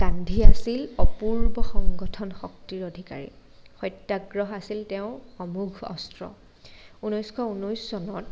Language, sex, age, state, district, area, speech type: Assamese, female, 30-45, Assam, Morigaon, rural, spontaneous